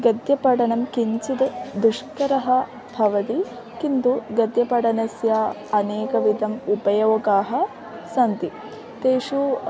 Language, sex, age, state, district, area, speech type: Sanskrit, female, 18-30, Kerala, Wayanad, rural, spontaneous